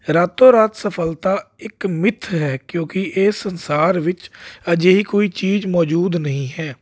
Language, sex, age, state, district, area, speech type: Punjabi, male, 30-45, Punjab, Jalandhar, urban, spontaneous